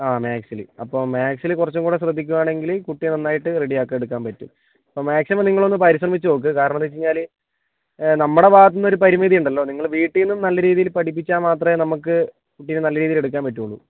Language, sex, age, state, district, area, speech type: Malayalam, male, 30-45, Kerala, Kozhikode, urban, conversation